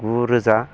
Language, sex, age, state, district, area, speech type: Bodo, male, 45-60, Assam, Baksa, urban, spontaneous